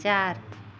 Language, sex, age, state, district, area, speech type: Sindhi, female, 30-45, Delhi, South Delhi, urban, read